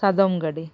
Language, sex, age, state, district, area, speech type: Santali, female, 45-60, Jharkhand, Bokaro, rural, spontaneous